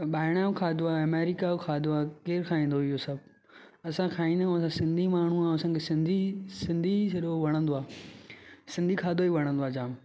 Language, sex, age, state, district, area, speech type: Sindhi, male, 18-30, Maharashtra, Thane, urban, spontaneous